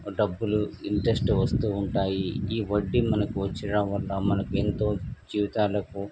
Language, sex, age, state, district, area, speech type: Telugu, male, 45-60, Andhra Pradesh, Krishna, urban, spontaneous